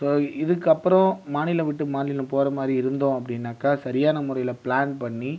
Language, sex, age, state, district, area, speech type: Tamil, male, 30-45, Tamil Nadu, Viluppuram, urban, spontaneous